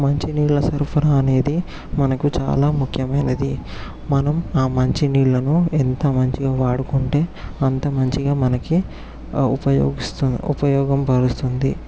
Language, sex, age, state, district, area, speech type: Telugu, male, 18-30, Telangana, Vikarabad, urban, spontaneous